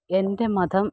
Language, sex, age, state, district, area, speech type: Malayalam, female, 45-60, Kerala, Pathanamthitta, rural, spontaneous